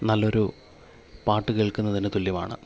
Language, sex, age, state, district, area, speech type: Malayalam, male, 30-45, Kerala, Kollam, rural, spontaneous